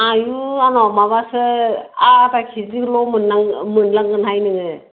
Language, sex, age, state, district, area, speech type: Bodo, female, 60+, Assam, Kokrajhar, rural, conversation